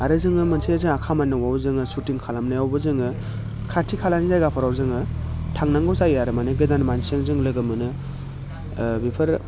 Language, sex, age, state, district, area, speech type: Bodo, male, 30-45, Assam, Baksa, urban, spontaneous